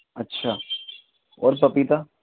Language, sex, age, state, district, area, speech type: Urdu, male, 18-30, Delhi, East Delhi, urban, conversation